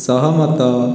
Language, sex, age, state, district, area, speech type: Odia, male, 18-30, Odisha, Puri, urban, read